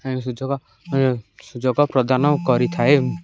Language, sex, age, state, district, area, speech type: Odia, male, 18-30, Odisha, Ganjam, urban, spontaneous